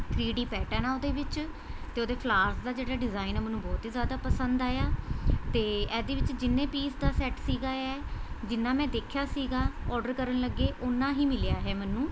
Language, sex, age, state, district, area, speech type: Punjabi, female, 30-45, Punjab, Mohali, urban, spontaneous